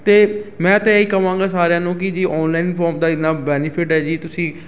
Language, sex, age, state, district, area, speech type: Punjabi, male, 30-45, Punjab, Ludhiana, urban, spontaneous